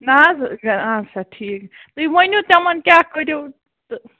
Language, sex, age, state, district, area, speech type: Kashmiri, female, 45-60, Jammu and Kashmir, Ganderbal, rural, conversation